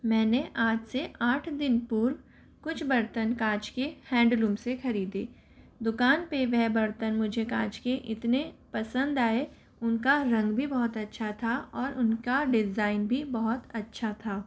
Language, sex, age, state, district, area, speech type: Hindi, female, 30-45, Rajasthan, Jaipur, urban, spontaneous